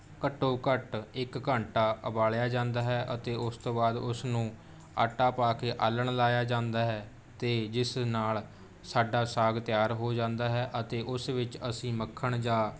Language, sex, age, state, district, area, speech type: Punjabi, male, 18-30, Punjab, Rupnagar, urban, spontaneous